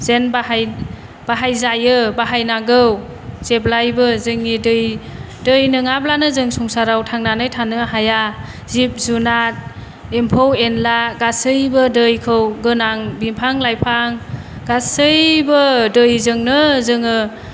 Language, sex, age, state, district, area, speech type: Bodo, female, 30-45, Assam, Chirang, rural, spontaneous